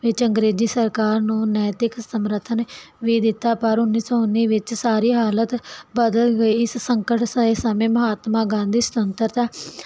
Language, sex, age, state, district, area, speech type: Punjabi, female, 18-30, Punjab, Barnala, rural, spontaneous